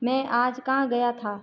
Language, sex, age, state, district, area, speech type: Hindi, female, 45-60, Rajasthan, Jodhpur, urban, read